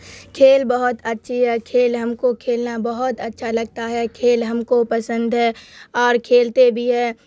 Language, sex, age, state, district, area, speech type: Urdu, female, 18-30, Bihar, Darbhanga, rural, spontaneous